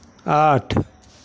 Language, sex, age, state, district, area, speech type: Hindi, male, 60+, Bihar, Madhepura, rural, read